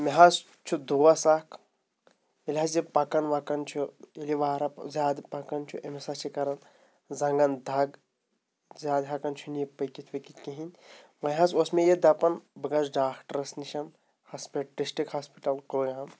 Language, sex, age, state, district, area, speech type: Kashmiri, male, 30-45, Jammu and Kashmir, Shopian, rural, spontaneous